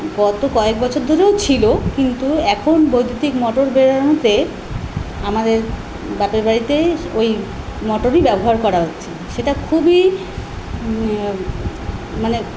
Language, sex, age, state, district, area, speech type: Bengali, female, 45-60, West Bengal, Kolkata, urban, spontaneous